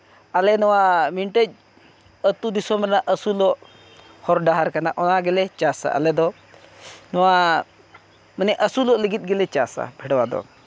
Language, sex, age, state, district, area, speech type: Santali, male, 45-60, Jharkhand, Seraikela Kharsawan, rural, spontaneous